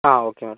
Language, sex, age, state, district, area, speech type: Malayalam, male, 18-30, Kerala, Kozhikode, urban, conversation